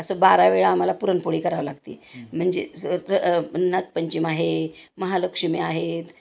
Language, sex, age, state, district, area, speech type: Marathi, female, 60+, Maharashtra, Osmanabad, rural, spontaneous